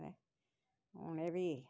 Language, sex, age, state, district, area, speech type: Dogri, female, 60+, Jammu and Kashmir, Reasi, rural, spontaneous